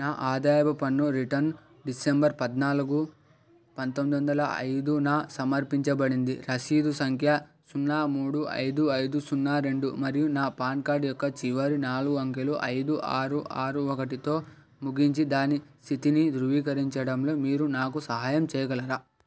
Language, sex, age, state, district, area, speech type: Telugu, male, 18-30, Andhra Pradesh, Krishna, urban, read